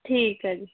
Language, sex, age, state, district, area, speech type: Punjabi, female, 18-30, Punjab, Mansa, rural, conversation